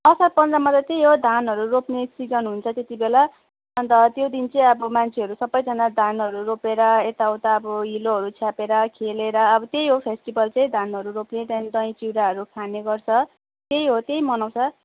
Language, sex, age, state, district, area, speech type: Nepali, female, 30-45, West Bengal, Jalpaiguri, rural, conversation